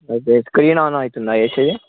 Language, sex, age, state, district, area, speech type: Telugu, male, 18-30, Telangana, Medchal, urban, conversation